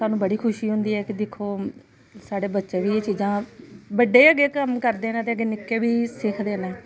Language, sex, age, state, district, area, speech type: Dogri, female, 30-45, Jammu and Kashmir, Samba, urban, spontaneous